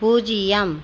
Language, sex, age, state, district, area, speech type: Tamil, female, 45-60, Tamil Nadu, Tiruchirappalli, rural, read